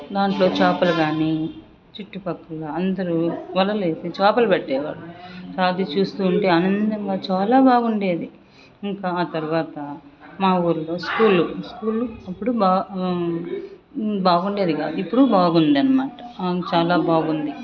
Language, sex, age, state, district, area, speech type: Telugu, female, 45-60, Andhra Pradesh, Sri Balaji, rural, spontaneous